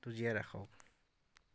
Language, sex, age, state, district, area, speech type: Assamese, male, 30-45, Assam, Dhemaji, rural, spontaneous